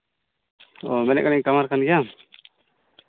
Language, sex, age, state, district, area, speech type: Santali, male, 30-45, West Bengal, Malda, rural, conversation